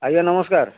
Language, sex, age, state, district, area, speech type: Odia, male, 60+, Odisha, Balasore, rural, conversation